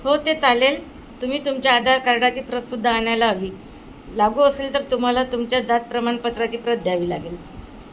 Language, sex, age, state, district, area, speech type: Marathi, female, 60+, Maharashtra, Wardha, urban, read